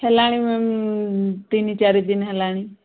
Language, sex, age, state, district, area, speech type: Odia, female, 18-30, Odisha, Sundergarh, urban, conversation